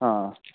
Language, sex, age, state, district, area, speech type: Kannada, male, 18-30, Karnataka, Tumkur, urban, conversation